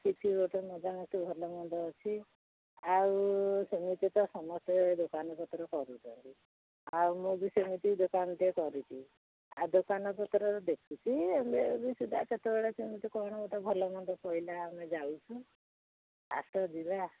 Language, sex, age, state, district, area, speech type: Odia, female, 45-60, Odisha, Angul, rural, conversation